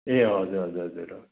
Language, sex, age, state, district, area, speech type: Nepali, male, 60+, West Bengal, Kalimpong, rural, conversation